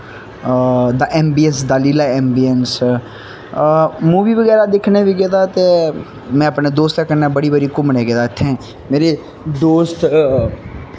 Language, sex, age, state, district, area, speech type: Dogri, male, 18-30, Jammu and Kashmir, Kathua, rural, spontaneous